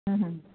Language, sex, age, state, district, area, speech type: Gujarati, female, 30-45, Gujarat, Surat, urban, conversation